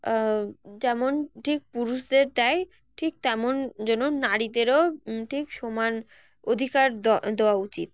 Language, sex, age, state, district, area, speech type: Bengali, female, 18-30, West Bengal, Uttar Dinajpur, urban, spontaneous